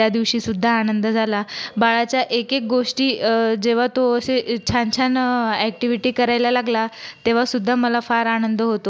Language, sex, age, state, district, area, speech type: Marathi, female, 30-45, Maharashtra, Buldhana, rural, spontaneous